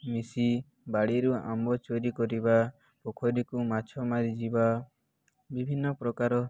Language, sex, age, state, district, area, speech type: Odia, male, 18-30, Odisha, Subarnapur, urban, spontaneous